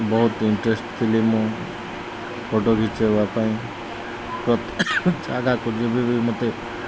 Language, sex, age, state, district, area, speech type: Odia, male, 30-45, Odisha, Nuapada, urban, spontaneous